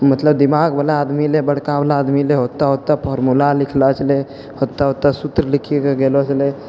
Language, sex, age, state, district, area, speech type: Maithili, male, 45-60, Bihar, Purnia, rural, spontaneous